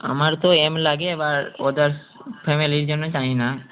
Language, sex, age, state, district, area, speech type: Bengali, male, 18-30, West Bengal, Malda, urban, conversation